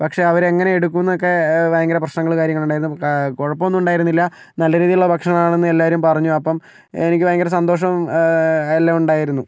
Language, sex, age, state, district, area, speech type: Malayalam, male, 45-60, Kerala, Kozhikode, urban, spontaneous